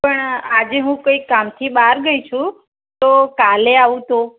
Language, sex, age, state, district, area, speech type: Gujarati, female, 45-60, Gujarat, Mehsana, rural, conversation